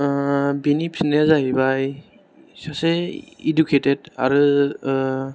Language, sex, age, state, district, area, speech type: Bodo, male, 30-45, Assam, Kokrajhar, rural, spontaneous